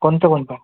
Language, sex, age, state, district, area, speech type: Marathi, male, 18-30, Maharashtra, Yavatmal, rural, conversation